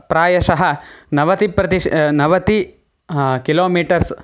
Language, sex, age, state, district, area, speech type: Sanskrit, male, 18-30, Karnataka, Chikkamagaluru, rural, spontaneous